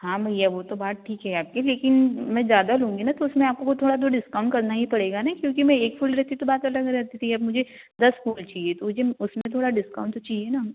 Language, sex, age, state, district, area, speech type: Hindi, female, 18-30, Madhya Pradesh, Betul, rural, conversation